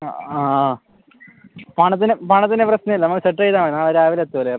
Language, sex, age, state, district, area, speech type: Malayalam, male, 18-30, Kerala, Kasaragod, rural, conversation